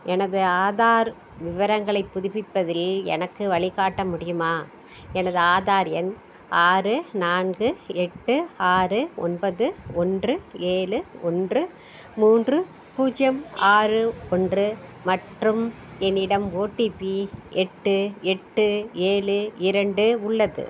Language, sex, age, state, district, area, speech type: Tamil, female, 60+, Tamil Nadu, Madurai, rural, read